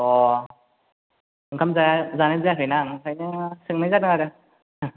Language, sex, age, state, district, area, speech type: Bodo, male, 18-30, Assam, Chirang, rural, conversation